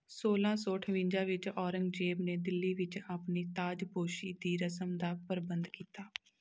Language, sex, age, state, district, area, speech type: Punjabi, female, 30-45, Punjab, Amritsar, urban, read